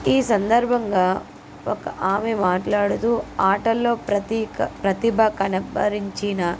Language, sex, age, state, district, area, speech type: Telugu, female, 45-60, Andhra Pradesh, N T Rama Rao, urban, spontaneous